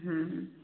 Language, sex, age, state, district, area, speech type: Maithili, female, 18-30, Bihar, Araria, rural, conversation